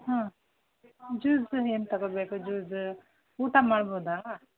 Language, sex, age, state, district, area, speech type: Kannada, female, 30-45, Karnataka, Mysore, rural, conversation